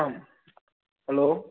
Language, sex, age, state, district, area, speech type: Tamil, male, 18-30, Tamil Nadu, Namakkal, rural, conversation